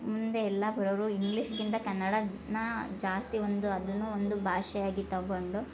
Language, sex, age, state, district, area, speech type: Kannada, female, 30-45, Karnataka, Hassan, rural, spontaneous